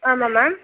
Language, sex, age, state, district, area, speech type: Tamil, female, 30-45, Tamil Nadu, Nagapattinam, rural, conversation